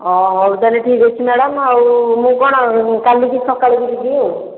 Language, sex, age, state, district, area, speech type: Odia, female, 45-60, Odisha, Khordha, rural, conversation